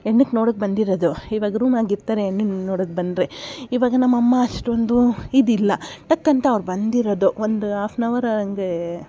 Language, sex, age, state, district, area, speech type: Kannada, female, 45-60, Karnataka, Davanagere, urban, spontaneous